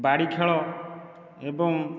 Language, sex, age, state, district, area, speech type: Odia, male, 30-45, Odisha, Dhenkanal, rural, spontaneous